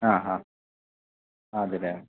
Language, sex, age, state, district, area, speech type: Malayalam, male, 30-45, Kerala, Kasaragod, urban, conversation